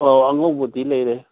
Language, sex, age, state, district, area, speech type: Manipuri, male, 60+, Manipur, Kangpokpi, urban, conversation